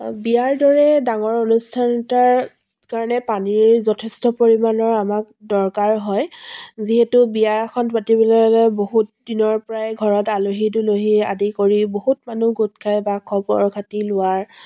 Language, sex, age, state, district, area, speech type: Assamese, female, 45-60, Assam, Dibrugarh, rural, spontaneous